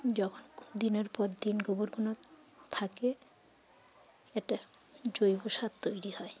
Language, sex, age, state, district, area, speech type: Bengali, female, 30-45, West Bengal, Uttar Dinajpur, urban, spontaneous